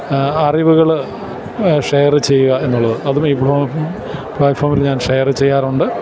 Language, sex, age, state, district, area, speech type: Malayalam, male, 45-60, Kerala, Kottayam, urban, spontaneous